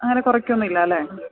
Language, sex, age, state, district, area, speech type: Malayalam, female, 30-45, Kerala, Idukki, rural, conversation